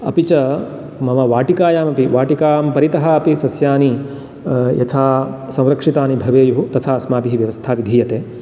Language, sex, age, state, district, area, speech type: Sanskrit, male, 30-45, Karnataka, Uttara Kannada, rural, spontaneous